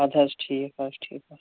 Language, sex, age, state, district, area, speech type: Kashmiri, female, 30-45, Jammu and Kashmir, Kulgam, rural, conversation